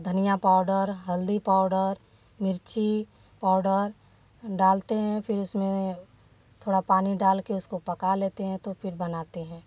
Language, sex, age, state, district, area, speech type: Hindi, female, 30-45, Uttar Pradesh, Varanasi, rural, spontaneous